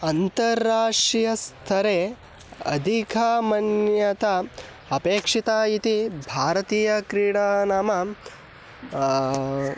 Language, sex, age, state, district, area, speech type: Sanskrit, male, 18-30, Karnataka, Hassan, rural, spontaneous